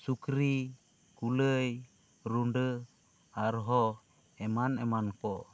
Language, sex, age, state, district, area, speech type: Santali, male, 30-45, West Bengal, Bankura, rural, spontaneous